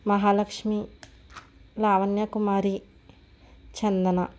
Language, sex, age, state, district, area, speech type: Telugu, female, 18-30, Andhra Pradesh, Kakinada, urban, spontaneous